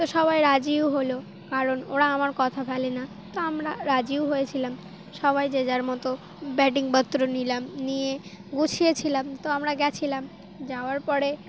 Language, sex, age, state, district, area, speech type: Bengali, female, 18-30, West Bengal, Dakshin Dinajpur, urban, spontaneous